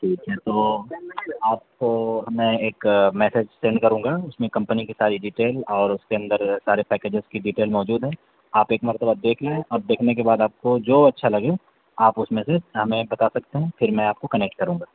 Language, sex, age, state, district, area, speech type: Urdu, male, 18-30, Uttar Pradesh, Saharanpur, urban, conversation